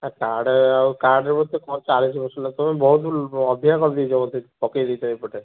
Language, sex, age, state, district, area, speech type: Odia, male, 45-60, Odisha, Sambalpur, rural, conversation